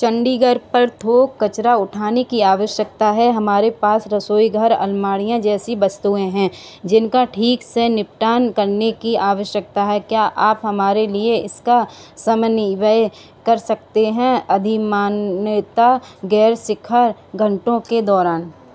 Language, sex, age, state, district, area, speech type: Hindi, female, 45-60, Uttar Pradesh, Sitapur, rural, read